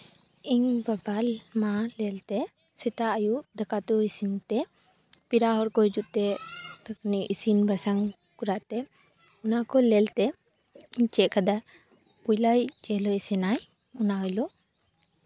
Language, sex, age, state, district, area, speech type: Santali, female, 18-30, West Bengal, Paschim Bardhaman, rural, spontaneous